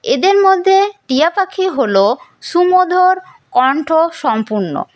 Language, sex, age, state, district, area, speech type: Bengali, female, 18-30, West Bengal, Paschim Bardhaman, rural, spontaneous